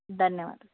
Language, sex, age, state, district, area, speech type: Kannada, female, 30-45, Karnataka, Chikkaballapur, rural, conversation